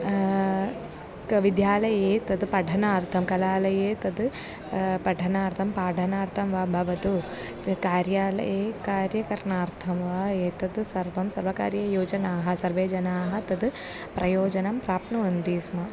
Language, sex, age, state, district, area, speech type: Sanskrit, female, 18-30, Kerala, Thiruvananthapuram, rural, spontaneous